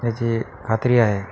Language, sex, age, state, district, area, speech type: Marathi, male, 45-60, Maharashtra, Akola, urban, spontaneous